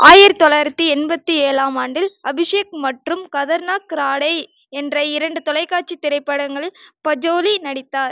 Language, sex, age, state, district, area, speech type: Tamil, female, 18-30, Tamil Nadu, Nagapattinam, rural, read